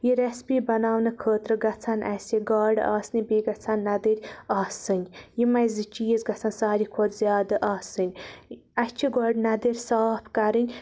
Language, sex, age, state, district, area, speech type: Kashmiri, female, 18-30, Jammu and Kashmir, Baramulla, rural, spontaneous